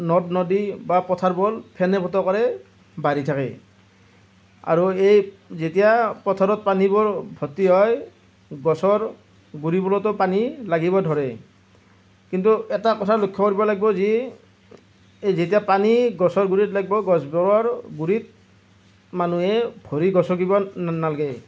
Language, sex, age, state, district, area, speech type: Assamese, male, 30-45, Assam, Nalbari, rural, spontaneous